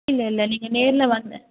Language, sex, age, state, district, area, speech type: Tamil, female, 30-45, Tamil Nadu, Erode, rural, conversation